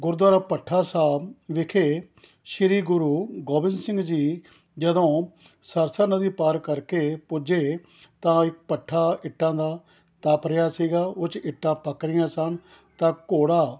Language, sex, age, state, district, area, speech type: Punjabi, male, 60+, Punjab, Rupnagar, rural, spontaneous